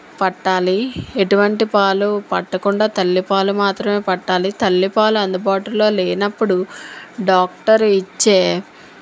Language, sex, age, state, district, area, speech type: Telugu, female, 45-60, Telangana, Mancherial, rural, spontaneous